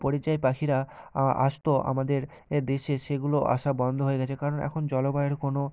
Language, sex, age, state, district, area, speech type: Bengali, male, 18-30, West Bengal, North 24 Parganas, rural, spontaneous